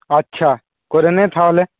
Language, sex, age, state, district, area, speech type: Bengali, male, 60+, West Bengal, Nadia, rural, conversation